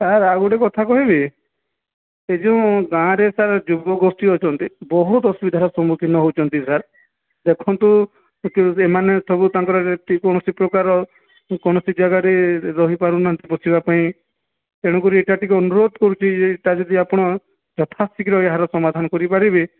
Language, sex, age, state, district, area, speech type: Odia, male, 18-30, Odisha, Nayagarh, rural, conversation